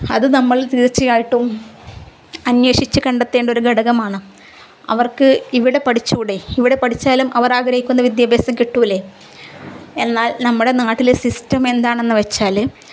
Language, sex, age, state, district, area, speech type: Malayalam, female, 30-45, Kerala, Kozhikode, rural, spontaneous